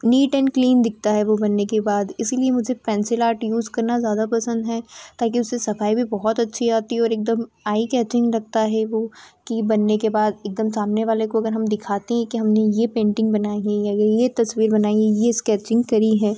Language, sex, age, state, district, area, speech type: Hindi, female, 18-30, Madhya Pradesh, Ujjain, urban, spontaneous